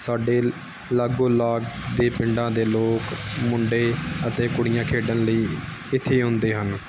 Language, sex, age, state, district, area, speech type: Punjabi, male, 18-30, Punjab, Gurdaspur, urban, spontaneous